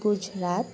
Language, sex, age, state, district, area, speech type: Assamese, female, 18-30, Assam, Sonitpur, rural, spontaneous